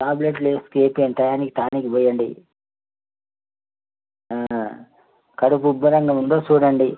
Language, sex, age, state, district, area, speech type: Telugu, male, 45-60, Telangana, Bhadradri Kothagudem, urban, conversation